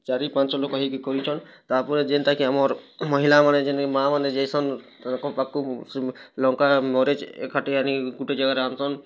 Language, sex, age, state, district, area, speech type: Odia, male, 18-30, Odisha, Kalahandi, rural, spontaneous